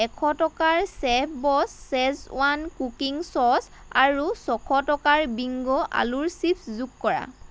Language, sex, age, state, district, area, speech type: Assamese, female, 45-60, Assam, Lakhimpur, rural, read